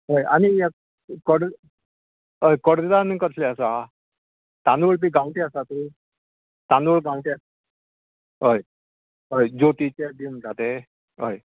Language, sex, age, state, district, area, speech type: Goan Konkani, male, 60+, Goa, Canacona, rural, conversation